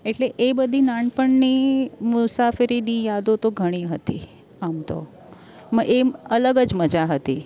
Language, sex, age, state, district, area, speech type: Gujarati, female, 30-45, Gujarat, Valsad, urban, spontaneous